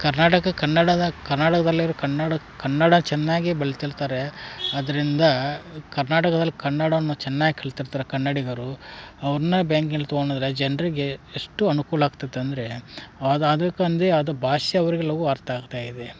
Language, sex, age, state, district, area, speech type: Kannada, male, 30-45, Karnataka, Dharwad, rural, spontaneous